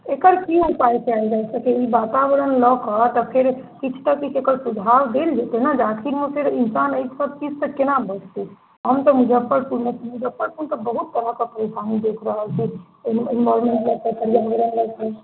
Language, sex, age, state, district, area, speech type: Maithili, female, 30-45, Bihar, Muzaffarpur, urban, conversation